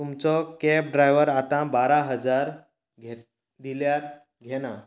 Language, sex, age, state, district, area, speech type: Goan Konkani, male, 30-45, Goa, Canacona, rural, spontaneous